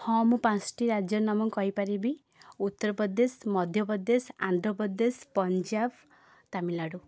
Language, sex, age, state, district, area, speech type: Odia, female, 18-30, Odisha, Puri, urban, spontaneous